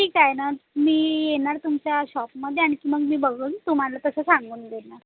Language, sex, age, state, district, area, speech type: Marathi, female, 18-30, Maharashtra, Nagpur, urban, conversation